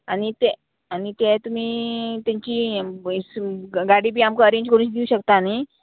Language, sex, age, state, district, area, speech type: Goan Konkani, female, 45-60, Goa, Murmgao, rural, conversation